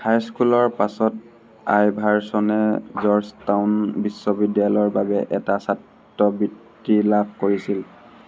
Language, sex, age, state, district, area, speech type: Assamese, male, 18-30, Assam, Sivasagar, rural, read